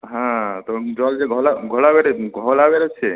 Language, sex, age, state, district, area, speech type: Bengali, male, 18-30, West Bengal, Malda, rural, conversation